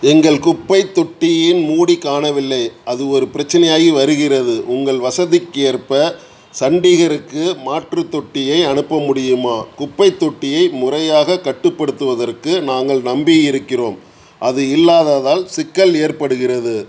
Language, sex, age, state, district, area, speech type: Tamil, male, 60+, Tamil Nadu, Tiruchirappalli, urban, read